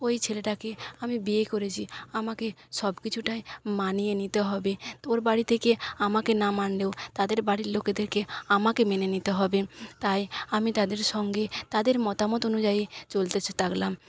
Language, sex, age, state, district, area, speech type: Bengali, female, 18-30, West Bengal, Jhargram, rural, spontaneous